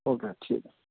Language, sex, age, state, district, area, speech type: Urdu, male, 18-30, Delhi, East Delhi, urban, conversation